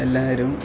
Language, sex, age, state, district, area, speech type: Malayalam, male, 30-45, Kerala, Kasaragod, rural, spontaneous